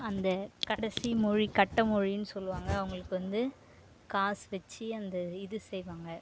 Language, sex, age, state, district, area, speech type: Tamil, female, 18-30, Tamil Nadu, Kallakurichi, rural, spontaneous